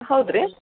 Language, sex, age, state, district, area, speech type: Kannada, female, 45-60, Karnataka, Dharwad, rural, conversation